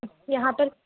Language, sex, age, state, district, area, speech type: Hindi, female, 18-30, Madhya Pradesh, Chhindwara, urban, conversation